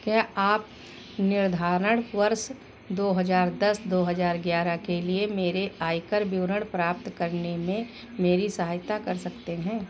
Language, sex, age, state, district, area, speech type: Hindi, female, 60+, Uttar Pradesh, Sitapur, rural, read